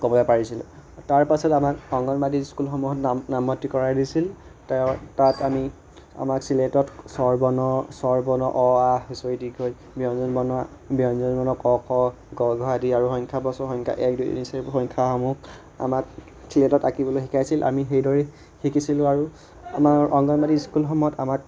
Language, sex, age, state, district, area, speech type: Assamese, male, 30-45, Assam, Majuli, urban, spontaneous